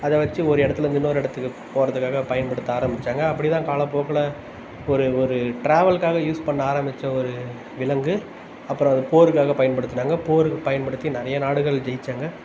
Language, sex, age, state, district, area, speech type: Tamil, male, 18-30, Tamil Nadu, Tiruvannamalai, urban, spontaneous